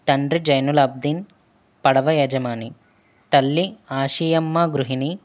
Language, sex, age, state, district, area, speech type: Telugu, male, 45-60, Andhra Pradesh, West Godavari, rural, spontaneous